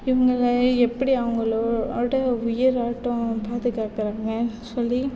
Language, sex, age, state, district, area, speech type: Tamil, female, 18-30, Tamil Nadu, Mayiladuthurai, rural, spontaneous